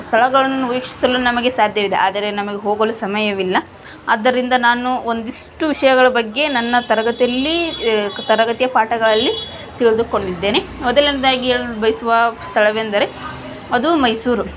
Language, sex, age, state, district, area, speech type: Kannada, female, 18-30, Karnataka, Gadag, rural, spontaneous